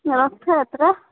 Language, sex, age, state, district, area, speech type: Odia, female, 18-30, Odisha, Kendrapara, urban, conversation